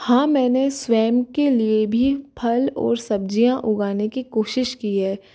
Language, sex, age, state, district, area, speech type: Hindi, female, 18-30, Rajasthan, Jaipur, urban, spontaneous